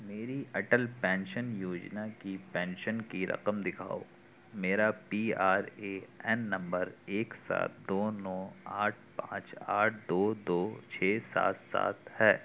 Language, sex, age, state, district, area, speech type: Urdu, male, 30-45, Delhi, South Delhi, rural, read